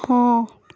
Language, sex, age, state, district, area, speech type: Odia, female, 18-30, Odisha, Subarnapur, urban, read